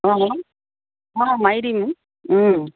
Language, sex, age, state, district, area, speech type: Assamese, female, 60+, Assam, Dibrugarh, rural, conversation